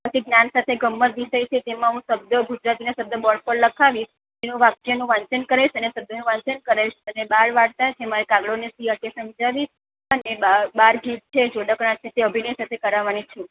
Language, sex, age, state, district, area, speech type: Gujarati, female, 18-30, Gujarat, Surat, urban, conversation